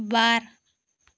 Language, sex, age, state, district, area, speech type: Santali, female, 18-30, West Bengal, Bankura, rural, read